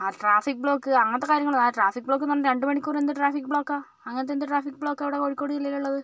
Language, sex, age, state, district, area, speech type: Malayalam, female, 30-45, Kerala, Kozhikode, rural, spontaneous